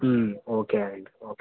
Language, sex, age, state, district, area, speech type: Telugu, male, 18-30, Telangana, Hanamkonda, urban, conversation